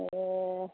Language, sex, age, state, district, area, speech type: Nepali, female, 60+, West Bengal, Jalpaiguri, urban, conversation